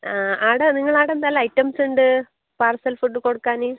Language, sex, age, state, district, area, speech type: Malayalam, female, 30-45, Kerala, Kasaragod, rural, conversation